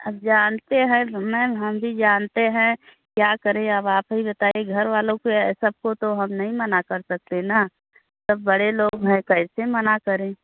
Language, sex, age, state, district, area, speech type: Hindi, female, 60+, Uttar Pradesh, Bhadohi, urban, conversation